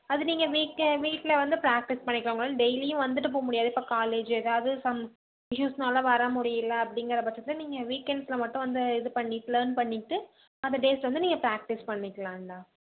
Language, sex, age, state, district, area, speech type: Tamil, female, 18-30, Tamil Nadu, Nagapattinam, rural, conversation